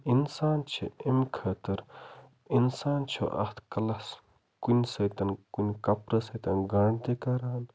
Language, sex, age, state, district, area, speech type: Kashmiri, male, 45-60, Jammu and Kashmir, Baramulla, rural, spontaneous